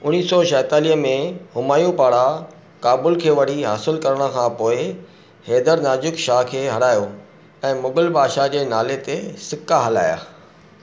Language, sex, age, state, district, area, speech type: Sindhi, male, 45-60, Maharashtra, Thane, urban, read